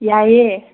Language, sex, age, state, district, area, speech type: Manipuri, female, 30-45, Manipur, Tengnoupal, rural, conversation